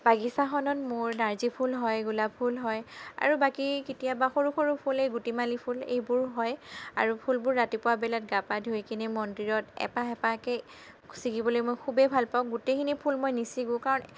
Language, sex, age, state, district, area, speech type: Assamese, female, 30-45, Assam, Sonitpur, rural, spontaneous